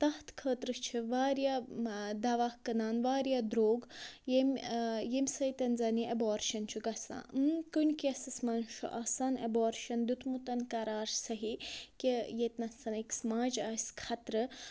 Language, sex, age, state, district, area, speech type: Kashmiri, female, 30-45, Jammu and Kashmir, Budgam, rural, spontaneous